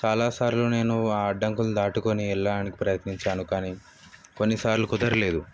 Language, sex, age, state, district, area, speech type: Telugu, male, 30-45, Telangana, Sangareddy, urban, spontaneous